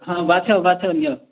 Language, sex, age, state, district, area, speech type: Odia, male, 18-30, Odisha, Boudh, rural, conversation